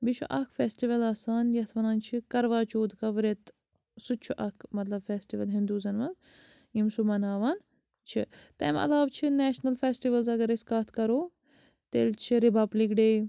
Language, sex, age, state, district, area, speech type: Kashmiri, female, 45-60, Jammu and Kashmir, Bandipora, rural, spontaneous